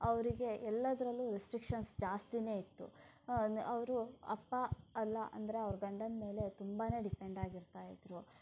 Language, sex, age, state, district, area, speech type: Kannada, female, 30-45, Karnataka, Shimoga, rural, spontaneous